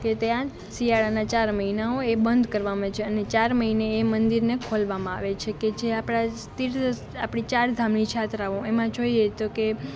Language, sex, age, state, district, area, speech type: Gujarati, female, 18-30, Gujarat, Rajkot, rural, spontaneous